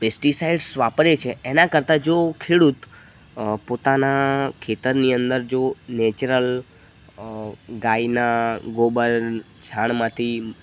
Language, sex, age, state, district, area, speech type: Gujarati, male, 18-30, Gujarat, Narmada, rural, spontaneous